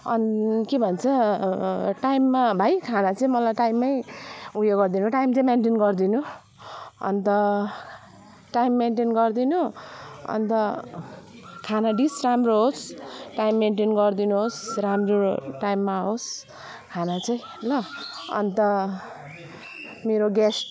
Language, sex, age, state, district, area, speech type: Nepali, female, 30-45, West Bengal, Alipurduar, urban, spontaneous